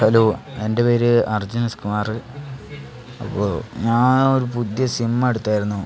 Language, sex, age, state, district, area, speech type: Malayalam, male, 18-30, Kerala, Wayanad, rural, spontaneous